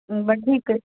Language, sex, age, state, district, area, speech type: Marathi, female, 30-45, Maharashtra, Osmanabad, rural, conversation